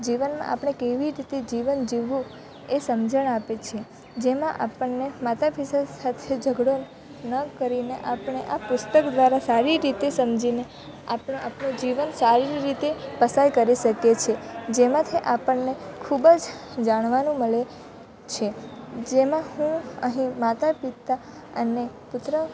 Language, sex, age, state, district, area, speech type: Gujarati, female, 18-30, Gujarat, Valsad, rural, spontaneous